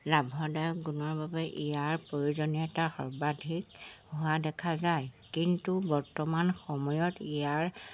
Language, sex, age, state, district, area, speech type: Assamese, female, 60+, Assam, Golaghat, rural, spontaneous